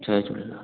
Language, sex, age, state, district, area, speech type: Sindhi, male, 18-30, Gujarat, Junagadh, urban, conversation